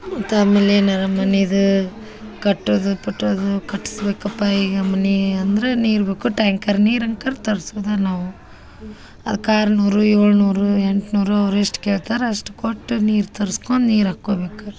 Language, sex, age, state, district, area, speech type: Kannada, female, 30-45, Karnataka, Dharwad, urban, spontaneous